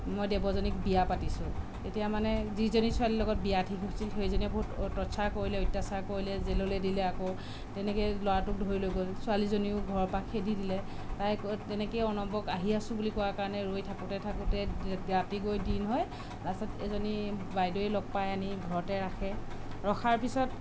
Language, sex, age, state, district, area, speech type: Assamese, female, 30-45, Assam, Sonitpur, rural, spontaneous